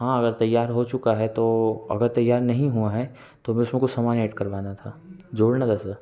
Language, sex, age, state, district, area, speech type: Hindi, male, 18-30, Madhya Pradesh, Betul, urban, spontaneous